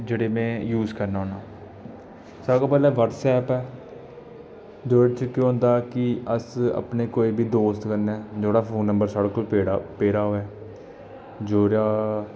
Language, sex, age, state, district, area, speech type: Dogri, male, 18-30, Jammu and Kashmir, Jammu, rural, spontaneous